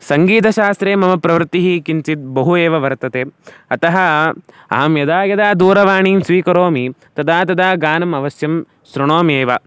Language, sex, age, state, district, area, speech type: Sanskrit, male, 18-30, Karnataka, Davanagere, rural, spontaneous